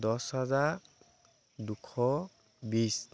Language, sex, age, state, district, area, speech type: Assamese, male, 18-30, Assam, Dibrugarh, rural, spontaneous